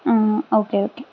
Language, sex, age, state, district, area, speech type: Malayalam, female, 18-30, Kerala, Thiruvananthapuram, rural, spontaneous